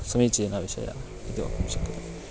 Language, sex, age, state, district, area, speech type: Sanskrit, male, 18-30, Karnataka, Uttara Kannada, rural, spontaneous